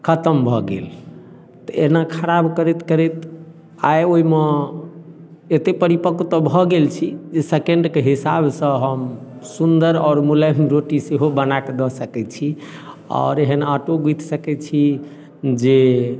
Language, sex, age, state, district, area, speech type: Maithili, male, 30-45, Bihar, Darbhanga, rural, spontaneous